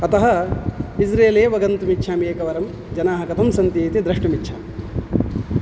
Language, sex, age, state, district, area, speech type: Sanskrit, male, 45-60, Karnataka, Udupi, urban, spontaneous